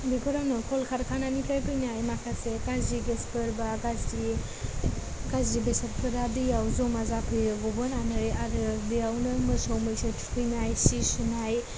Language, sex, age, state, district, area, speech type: Bodo, female, 18-30, Assam, Kokrajhar, rural, spontaneous